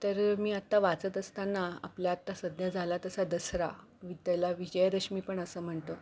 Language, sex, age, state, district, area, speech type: Marathi, female, 45-60, Maharashtra, Palghar, urban, spontaneous